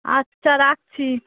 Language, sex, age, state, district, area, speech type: Bengali, female, 30-45, West Bengal, Darjeeling, urban, conversation